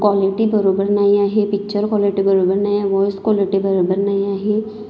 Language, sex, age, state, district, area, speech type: Marathi, female, 18-30, Maharashtra, Nagpur, urban, spontaneous